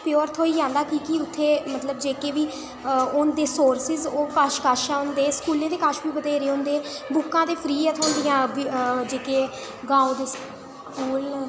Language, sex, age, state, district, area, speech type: Dogri, female, 18-30, Jammu and Kashmir, Udhampur, rural, spontaneous